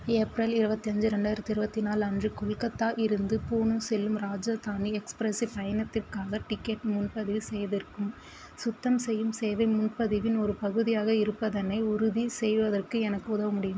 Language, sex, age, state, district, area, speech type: Tamil, female, 18-30, Tamil Nadu, Vellore, urban, read